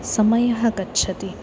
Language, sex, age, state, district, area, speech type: Sanskrit, female, 30-45, Maharashtra, Nagpur, urban, spontaneous